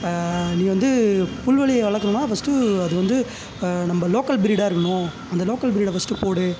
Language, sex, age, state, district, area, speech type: Tamil, male, 18-30, Tamil Nadu, Tiruvannamalai, rural, spontaneous